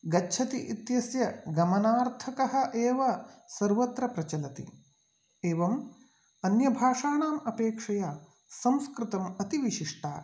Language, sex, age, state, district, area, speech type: Sanskrit, male, 45-60, Karnataka, Uttara Kannada, rural, spontaneous